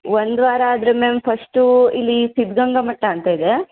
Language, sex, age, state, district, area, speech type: Kannada, female, 30-45, Karnataka, Tumkur, rural, conversation